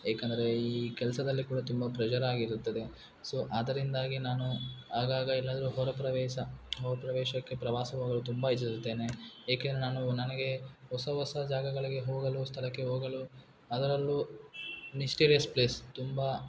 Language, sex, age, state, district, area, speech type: Kannada, male, 18-30, Karnataka, Bangalore Rural, urban, spontaneous